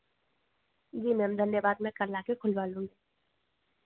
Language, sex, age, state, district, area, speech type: Hindi, female, 18-30, Madhya Pradesh, Harda, urban, conversation